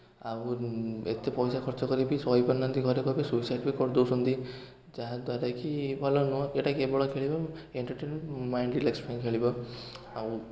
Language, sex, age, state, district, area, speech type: Odia, male, 18-30, Odisha, Puri, urban, spontaneous